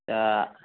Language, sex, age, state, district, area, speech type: Maithili, male, 45-60, Bihar, Sitamarhi, rural, conversation